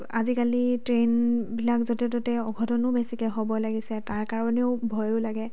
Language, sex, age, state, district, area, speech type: Assamese, female, 18-30, Assam, Dhemaji, rural, spontaneous